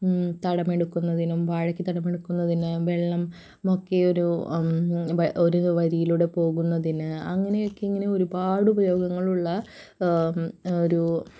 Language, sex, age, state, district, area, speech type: Malayalam, female, 18-30, Kerala, Thrissur, rural, spontaneous